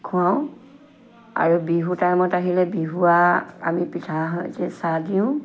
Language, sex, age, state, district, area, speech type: Assamese, female, 60+, Assam, Charaideo, rural, spontaneous